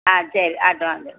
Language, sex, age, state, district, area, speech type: Tamil, female, 60+, Tamil Nadu, Thoothukudi, rural, conversation